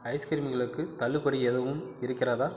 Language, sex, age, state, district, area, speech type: Tamil, male, 45-60, Tamil Nadu, Cuddalore, rural, read